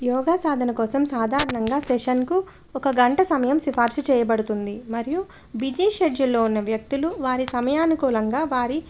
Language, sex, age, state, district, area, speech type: Telugu, female, 30-45, Andhra Pradesh, Anakapalli, rural, spontaneous